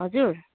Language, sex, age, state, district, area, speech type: Nepali, female, 45-60, West Bengal, Kalimpong, rural, conversation